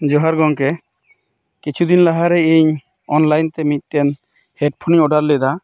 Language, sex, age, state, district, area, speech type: Santali, male, 30-45, West Bengal, Birbhum, rural, spontaneous